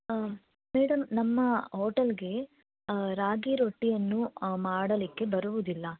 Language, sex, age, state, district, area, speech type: Kannada, female, 18-30, Karnataka, Shimoga, rural, conversation